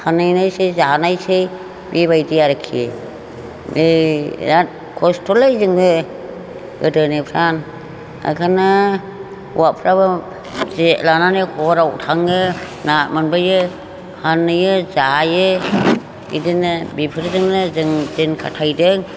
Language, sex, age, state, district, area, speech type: Bodo, female, 60+, Assam, Chirang, rural, spontaneous